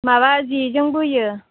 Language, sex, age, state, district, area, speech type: Bodo, female, 18-30, Assam, Chirang, rural, conversation